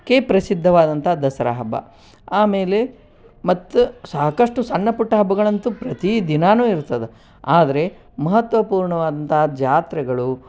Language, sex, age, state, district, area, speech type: Kannada, female, 60+, Karnataka, Koppal, rural, spontaneous